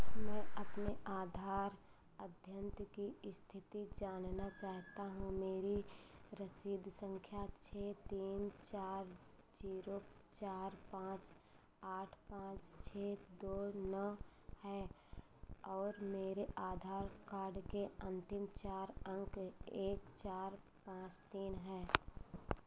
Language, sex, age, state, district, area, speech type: Hindi, female, 30-45, Uttar Pradesh, Ayodhya, rural, read